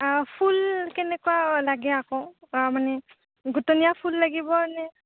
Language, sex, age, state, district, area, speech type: Assamese, female, 30-45, Assam, Nagaon, rural, conversation